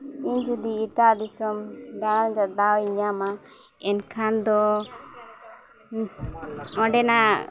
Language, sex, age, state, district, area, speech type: Santali, female, 30-45, Jharkhand, East Singhbhum, rural, spontaneous